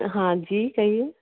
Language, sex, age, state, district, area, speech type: Hindi, female, 45-60, Madhya Pradesh, Betul, urban, conversation